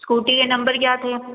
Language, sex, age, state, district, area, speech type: Hindi, female, 18-30, Rajasthan, Jodhpur, urban, conversation